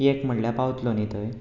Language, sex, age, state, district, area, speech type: Goan Konkani, male, 18-30, Goa, Ponda, rural, spontaneous